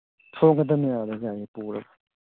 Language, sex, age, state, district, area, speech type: Manipuri, male, 30-45, Manipur, Thoubal, rural, conversation